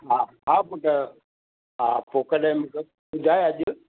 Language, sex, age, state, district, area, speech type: Sindhi, male, 60+, Maharashtra, Mumbai Suburban, urban, conversation